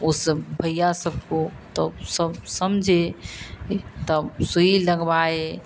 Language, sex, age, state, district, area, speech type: Hindi, female, 60+, Bihar, Madhepura, rural, spontaneous